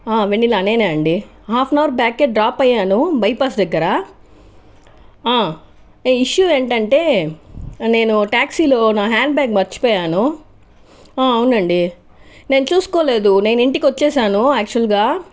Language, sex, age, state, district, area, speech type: Telugu, female, 45-60, Andhra Pradesh, Chittoor, urban, spontaneous